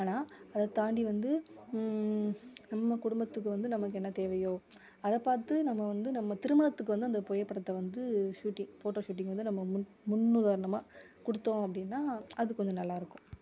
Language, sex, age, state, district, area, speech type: Tamil, female, 18-30, Tamil Nadu, Sivaganga, rural, spontaneous